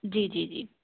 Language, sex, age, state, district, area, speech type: Urdu, female, 30-45, Delhi, South Delhi, urban, conversation